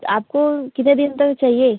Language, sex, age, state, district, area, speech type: Hindi, female, 18-30, Uttar Pradesh, Ghazipur, rural, conversation